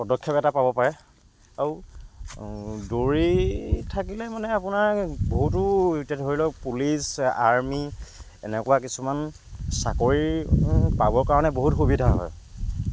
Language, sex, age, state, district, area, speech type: Assamese, male, 18-30, Assam, Lakhimpur, rural, spontaneous